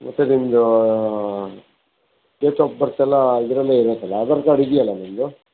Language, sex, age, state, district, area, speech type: Kannada, male, 60+, Karnataka, Shimoga, rural, conversation